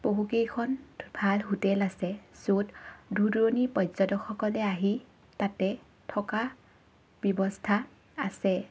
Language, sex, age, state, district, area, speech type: Assamese, female, 30-45, Assam, Lakhimpur, rural, spontaneous